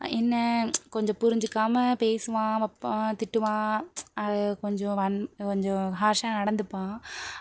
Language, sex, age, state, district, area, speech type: Tamil, female, 30-45, Tamil Nadu, Pudukkottai, rural, spontaneous